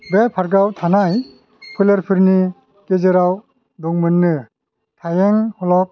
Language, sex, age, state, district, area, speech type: Bodo, male, 60+, Assam, Kokrajhar, urban, read